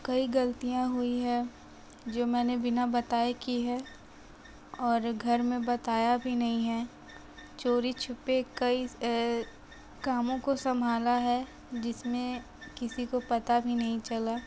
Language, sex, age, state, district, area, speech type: Hindi, female, 30-45, Uttar Pradesh, Sonbhadra, rural, spontaneous